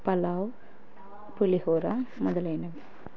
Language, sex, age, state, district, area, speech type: Telugu, female, 30-45, Andhra Pradesh, Kurnool, rural, spontaneous